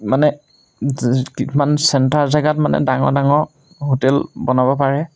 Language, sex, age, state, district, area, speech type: Assamese, male, 30-45, Assam, Majuli, urban, spontaneous